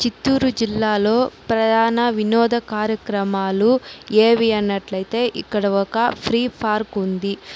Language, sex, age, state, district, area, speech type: Telugu, female, 30-45, Andhra Pradesh, Chittoor, urban, spontaneous